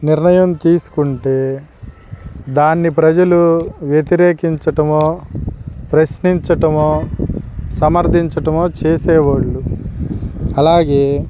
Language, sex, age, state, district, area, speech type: Telugu, male, 45-60, Andhra Pradesh, Guntur, rural, spontaneous